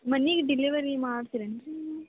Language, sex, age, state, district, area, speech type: Kannada, female, 18-30, Karnataka, Gadag, urban, conversation